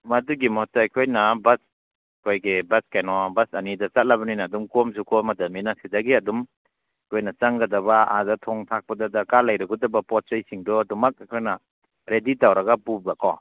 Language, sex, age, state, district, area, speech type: Manipuri, male, 30-45, Manipur, Churachandpur, rural, conversation